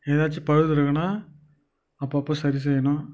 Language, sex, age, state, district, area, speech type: Tamil, male, 18-30, Tamil Nadu, Tiruvannamalai, urban, spontaneous